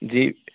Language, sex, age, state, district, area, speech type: Punjabi, male, 18-30, Punjab, Amritsar, urban, conversation